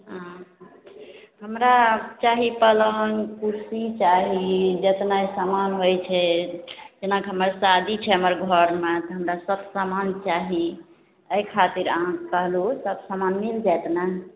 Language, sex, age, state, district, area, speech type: Maithili, female, 18-30, Bihar, Araria, rural, conversation